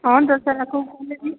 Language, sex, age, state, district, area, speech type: Odia, female, 45-60, Odisha, Sambalpur, rural, conversation